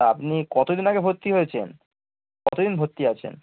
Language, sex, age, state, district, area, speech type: Bengali, male, 18-30, West Bengal, Darjeeling, rural, conversation